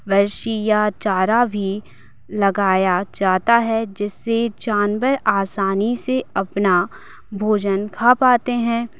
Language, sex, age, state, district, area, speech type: Hindi, female, 18-30, Madhya Pradesh, Hoshangabad, rural, spontaneous